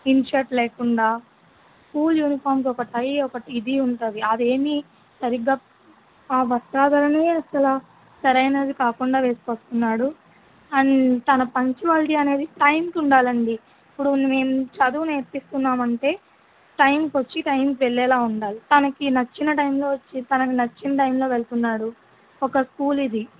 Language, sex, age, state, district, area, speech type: Telugu, female, 60+, Andhra Pradesh, West Godavari, rural, conversation